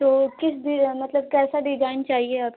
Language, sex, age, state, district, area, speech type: Hindi, female, 18-30, Uttar Pradesh, Azamgarh, urban, conversation